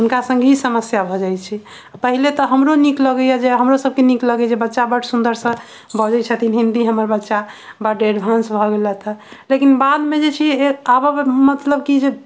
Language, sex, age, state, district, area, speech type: Maithili, female, 45-60, Bihar, Sitamarhi, urban, spontaneous